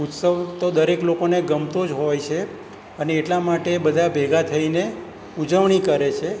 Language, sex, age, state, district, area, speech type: Gujarati, male, 60+, Gujarat, Surat, urban, spontaneous